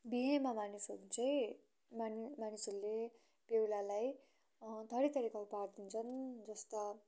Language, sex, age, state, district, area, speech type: Nepali, female, 18-30, West Bengal, Kalimpong, rural, spontaneous